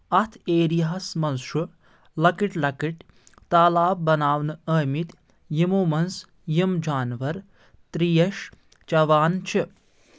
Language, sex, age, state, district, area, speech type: Kashmiri, female, 18-30, Jammu and Kashmir, Anantnag, rural, spontaneous